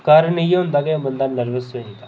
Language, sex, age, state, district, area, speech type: Dogri, male, 18-30, Jammu and Kashmir, Reasi, rural, spontaneous